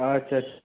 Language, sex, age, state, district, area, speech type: Bengali, male, 45-60, West Bengal, Nadia, rural, conversation